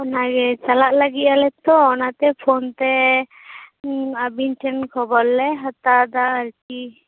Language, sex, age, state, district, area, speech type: Santali, female, 18-30, West Bengal, Bankura, rural, conversation